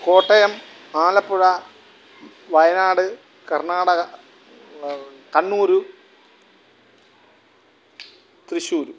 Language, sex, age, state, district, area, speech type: Malayalam, male, 45-60, Kerala, Alappuzha, rural, spontaneous